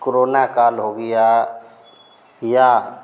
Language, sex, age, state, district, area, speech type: Hindi, male, 45-60, Bihar, Vaishali, urban, spontaneous